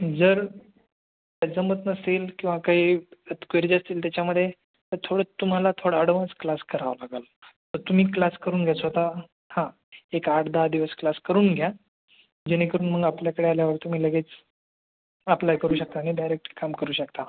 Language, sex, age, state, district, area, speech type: Marathi, male, 30-45, Maharashtra, Aurangabad, rural, conversation